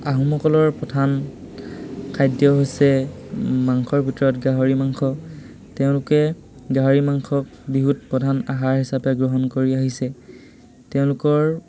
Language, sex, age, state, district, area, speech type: Assamese, male, 18-30, Assam, Sivasagar, urban, spontaneous